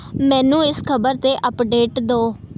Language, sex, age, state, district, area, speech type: Punjabi, female, 18-30, Punjab, Tarn Taran, urban, read